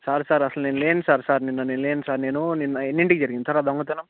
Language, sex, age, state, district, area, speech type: Telugu, male, 18-30, Andhra Pradesh, Bapatla, urban, conversation